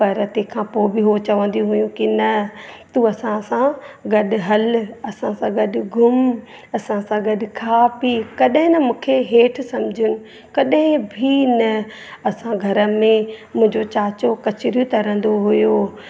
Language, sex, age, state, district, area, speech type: Sindhi, female, 30-45, Madhya Pradesh, Katni, rural, spontaneous